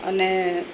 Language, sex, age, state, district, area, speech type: Gujarati, female, 45-60, Gujarat, Rajkot, urban, spontaneous